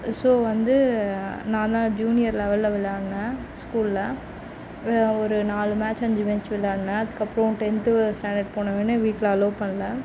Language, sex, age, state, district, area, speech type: Tamil, female, 30-45, Tamil Nadu, Mayiladuthurai, urban, spontaneous